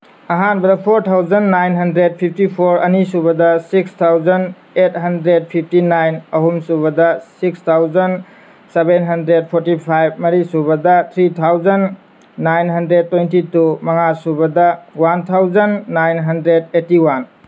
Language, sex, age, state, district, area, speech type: Manipuri, male, 18-30, Manipur, Tengnoupal, rural, spontaneous